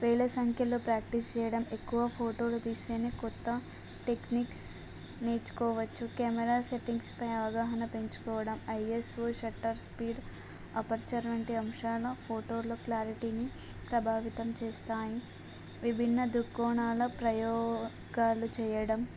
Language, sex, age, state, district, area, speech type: Telugu, female, 18-30, Telangana, Mulugu, rural, spontaneous